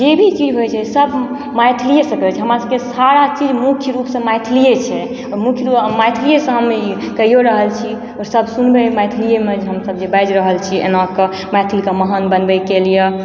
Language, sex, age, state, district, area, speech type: Maithili, female, 18-30, Bihar, Supaul, rural, spontaneous